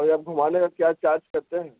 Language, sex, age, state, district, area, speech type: Urdu, male, 18-30, Bihar, Gaya, urban, conversation